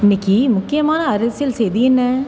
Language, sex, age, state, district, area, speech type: Tamil, female, 18-30, Tamil Nadu, Pudukkottai, urban, read